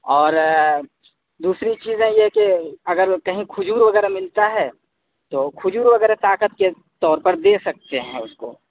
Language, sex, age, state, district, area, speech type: Urdu, male, 18-30, Delhi, South Delhi, urban, conversation